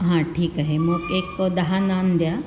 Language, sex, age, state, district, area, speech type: Marathi, female, 30-45, Maharashtra, Sindhudurg, rural, spontaneous